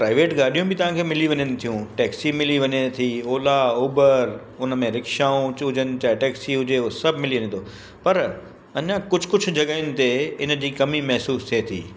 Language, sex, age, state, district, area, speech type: Sindhi, male, 60+, Gujarat, Kutch, urban, spontaneous